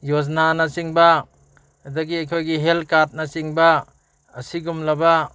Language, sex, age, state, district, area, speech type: Manipuri, male, 60+, Manipur, Bishnupur, rural, spontaneous